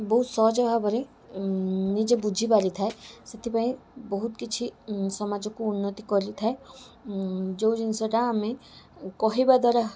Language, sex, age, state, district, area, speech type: Odia, female, 18-30, Odisha, Balasore, rural, spontaneous